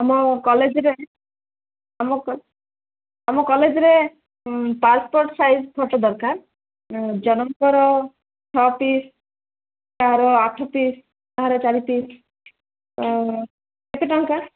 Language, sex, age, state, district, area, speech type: Odia, female, 45-60, Odisha, Malkangiri, urban, conversation